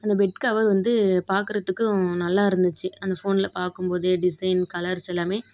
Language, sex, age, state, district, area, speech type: Tamil, female, 45-60, Tamil Nadu, Tiruvarur, rural, spontaneous